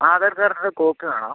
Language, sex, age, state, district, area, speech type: Malayalam, male, 18-30, Kerala, Wayanad, rural, conversation